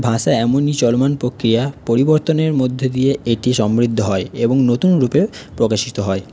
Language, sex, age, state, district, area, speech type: Bengali, male, 30-45, West Bengal, Paschim Bardhaman, urban, spontaneous